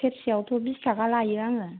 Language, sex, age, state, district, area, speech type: Bodo, female, 30-45, Assam, Kokrajhar, rural, conversation